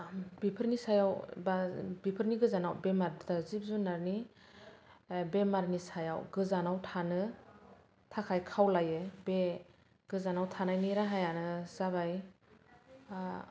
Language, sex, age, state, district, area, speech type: Bodo, female, 30-45, Assam, Kokrajhar, rural, spontaneous